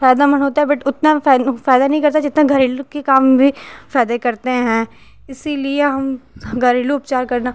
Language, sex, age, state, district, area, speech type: Hindi, female, 18-30, Uttar Pradesh, Ghazipur, rural, spontaneous